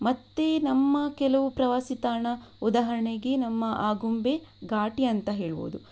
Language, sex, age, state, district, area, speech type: Kannada, female, 18-30, Karnataka, Shimoga, rural, spontaneous